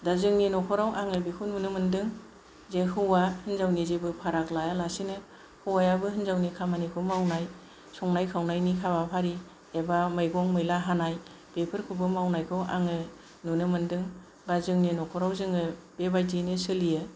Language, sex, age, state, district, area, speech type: Bodo, female, 60+, Assam, Kokrajhar, rural, spontaneous